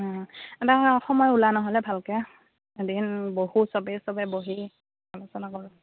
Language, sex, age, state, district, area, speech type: Assamese, female, 18-30, Assam, Goalpara, rural, conversation